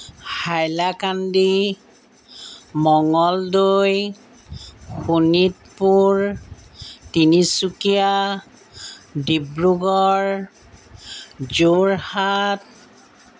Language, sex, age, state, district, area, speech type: Assamese, female, 60+, Assam, Jorhat, urban, spontaneous